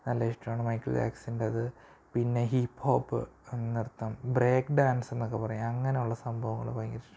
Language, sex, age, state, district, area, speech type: Malayalam, male, 18-30, Kerala, Thiruvananthapuram, urban, spontaneous